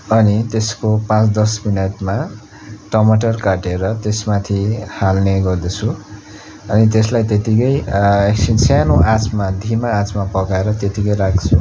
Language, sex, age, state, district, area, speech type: Nepali, male, 18-30, West Bengal, Darjeeling, rural, spontaneous